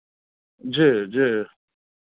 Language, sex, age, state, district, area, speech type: Maithili, male, 30-45, Bihar, Madhubani, rural, conversation